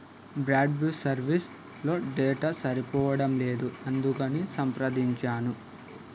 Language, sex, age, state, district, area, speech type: Telugu, male, 18-30, Andhra Pradesh, Krishna, urban, spontaneous